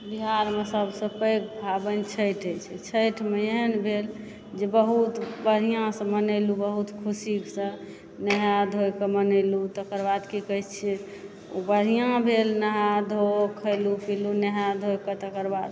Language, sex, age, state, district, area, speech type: Maithili, female, 30-45, Bihar, Supaul, urban, spontaneous